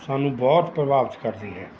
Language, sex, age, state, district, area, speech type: Punjabi, male, 45-60, Punjab, Mansa, urban, spontaneous